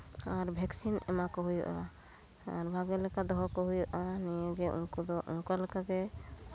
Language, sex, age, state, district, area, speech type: Santali, female, 45-60, West Bengal, Bankura, rural, spontaneous